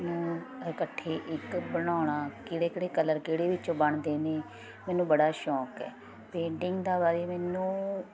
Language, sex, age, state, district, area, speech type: Punjabi, female, 30-45, Punjab, Ludhiana, urban, spontaneous